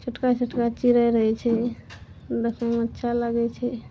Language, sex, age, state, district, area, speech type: Maithili, male, 30-45, Bihar, Araria, rural, spontaneous